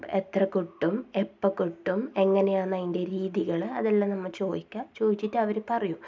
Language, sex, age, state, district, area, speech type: Malayalam, female, 30-45, Kerala, Kasaragod, rural, spontaneous